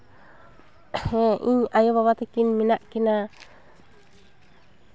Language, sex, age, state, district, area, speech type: Santali, female, 30-45, West Bengal, Purulia, rural, spontaneous